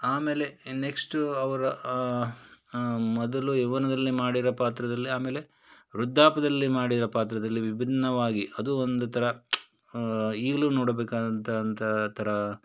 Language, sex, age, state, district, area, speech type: Kannada, male, 60+, Karnataka, Shimoga, rural, spontaneous